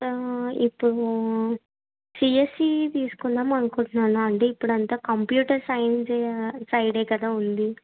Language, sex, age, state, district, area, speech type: Telugu, female, 18-30, Andhra Pradesh, N T Rama Rao, urban, conversation